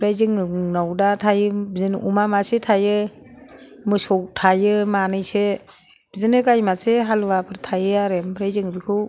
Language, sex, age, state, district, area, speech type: Bodo, female, 60+, Assam, Kokrajhar, rural, spontaneous